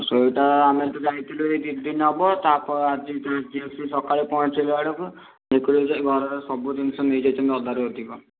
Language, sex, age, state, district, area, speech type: Odia, male, 18-30, Odisha, Bhadrak, rural, conversation